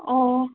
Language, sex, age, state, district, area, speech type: Bengali, female, 18-30, West Bengal, Alipurduar, rural, conversation